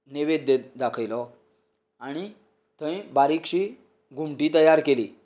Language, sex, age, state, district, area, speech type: Goan Konkani, male, 45-60, Goa, Canacona, rural, spontaneous